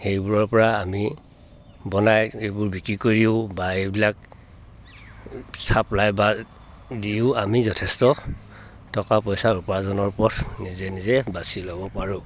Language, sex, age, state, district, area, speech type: Assamese, male, 60+, Assam, Dhemaji, rural, spontaneous